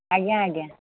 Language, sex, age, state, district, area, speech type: Odia, female, 45-60, Odisha, Angul, rural, conversation